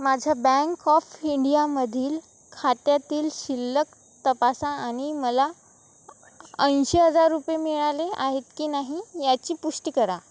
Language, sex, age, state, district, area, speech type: Marathi, female, 18-30, Maharashtra, Wardha, rural, read